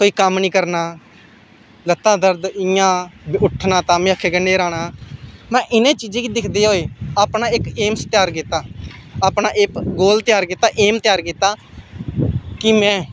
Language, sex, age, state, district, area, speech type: Dogri, male, 18-30, Jammu and Kashmir, Samba, rural, spontaneous